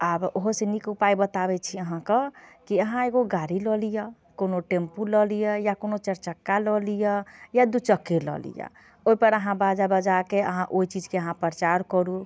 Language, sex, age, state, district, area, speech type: Maithili, female, 18-30, Bihar, Muzaffarpur, rural, spontaneous